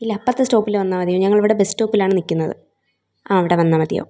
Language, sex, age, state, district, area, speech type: Malayalam, female, 18-30, Kerala, Thiruvananthapuram, rural, spontaneous